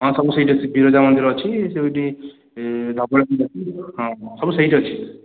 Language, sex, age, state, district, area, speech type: Odia, male, 30-45, Odisha, Khordha, rural, conversation